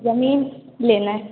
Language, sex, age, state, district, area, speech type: Hindi, female, 18-30, Bihar, Vaishali, rural, conversation